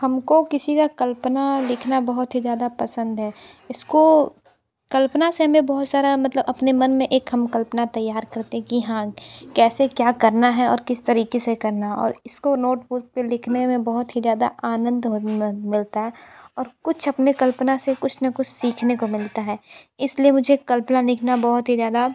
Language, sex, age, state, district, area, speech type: Hindi, female, 45-60, Uttar Pradesh, Sonbhadra, rural, spontaneous